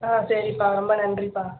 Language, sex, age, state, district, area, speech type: Tamil, female, 18-30, Tamil Nadu, Nagapattinam, rural, conversation